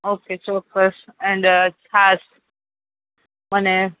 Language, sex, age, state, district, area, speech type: Gujarati, female, 30-45, Gujarat, Rajkot, urban, conversation